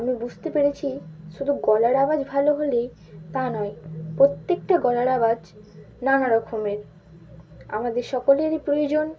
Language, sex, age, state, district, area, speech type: Bengali, female, 18-30, West Bengal, Malda, urban, spontaneous